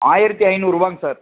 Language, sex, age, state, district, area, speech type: Tamil, male, 30-45, Tamil Nadu, Namakkal, rural, conversation